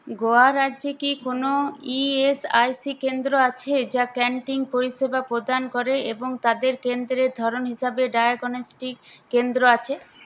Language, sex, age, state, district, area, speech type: Bengali, female, 18-30, West Bengal, Paschim Bardhaman, urban, read